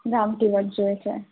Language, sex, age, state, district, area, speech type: Gujarati, female, 30-45, Gujarat, Anand, rural, conversation